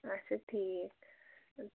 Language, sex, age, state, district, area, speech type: Kashmiri, female, 18-30, Jammu and Kashmir, Pulwama, rural, conversation